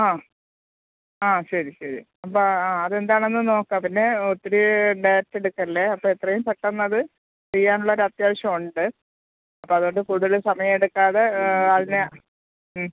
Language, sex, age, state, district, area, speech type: Malayalam, female, 45-60, Kerala, Thiruvananthapuram, urban, conversation